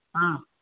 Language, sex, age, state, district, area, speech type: Urdu, male, 18-30, Uttar Pradesh, Balrampur, rural, conversation